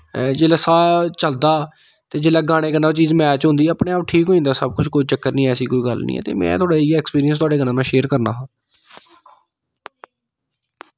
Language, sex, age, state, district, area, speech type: Dogri, male, 30-45, Jammu and Kashmir, Samba, rural, spontaneous